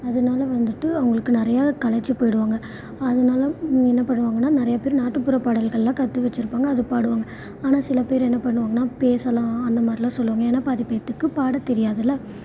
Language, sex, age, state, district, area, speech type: Tamil, female, 18-30, Tamil Nadu, Salem, rural, spontaneous